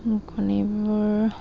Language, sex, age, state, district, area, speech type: Assamese, female, 45-60, Assam, Dibrugarh, rural, spontaneous